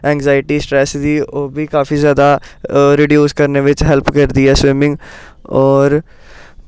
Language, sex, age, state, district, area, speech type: Dogri, male, 18-30, Jammu and Kashmir, Samba, urban, spontaneous